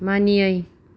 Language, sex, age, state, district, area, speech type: Bodo, female, 45-60, Assam, Kokrajhar, rural, read